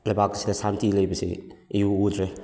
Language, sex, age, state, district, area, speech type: Manipuri, male, 45-60, Manipur, Kakching, rural, spontaneous